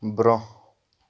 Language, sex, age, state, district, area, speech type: Kashmiri, male, 30-45, Jammu and Kashmir, Kupwara, urban, read